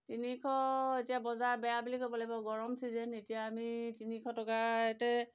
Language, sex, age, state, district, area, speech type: Assamese, female, 45-60, Assam, Golaghat, rural, spontaneous